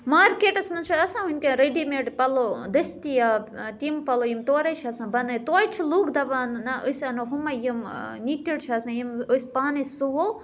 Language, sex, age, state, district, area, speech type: Kashmiri, female, 30-45, Jammu and Kashmir, Budgam, rural, spontaneous